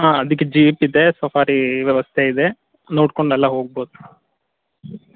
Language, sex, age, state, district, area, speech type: Kannada, male, 45-60, Karnataka, Tumkur, rural, conversation